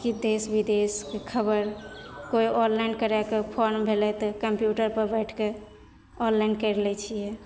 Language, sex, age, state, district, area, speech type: Maithili, female, 18-30, Bihar, Begusarai, rural, spontaneous